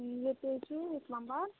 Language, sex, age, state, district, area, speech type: Kashmiri, female, 18-30, Jammu and Kashmir, Kulgam, rural, conversation